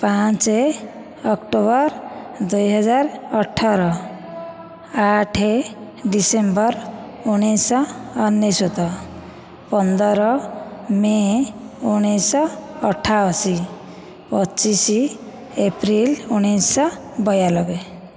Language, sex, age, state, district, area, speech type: Odia, female, 30-45, Odisha, Dhenkanal, rural, spontaneous